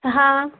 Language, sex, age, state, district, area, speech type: Urdu, female, 18-30, Bihar, Khagaria, rural, conversation